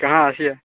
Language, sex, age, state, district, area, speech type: Maithili, male, 18-30, Bihar, Muzaffarpur, rural, conversation